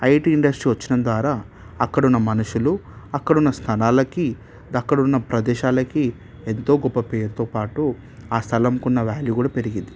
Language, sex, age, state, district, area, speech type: Telugu, male, 18-30, Telangana, Hyderabad, urban, spontaneous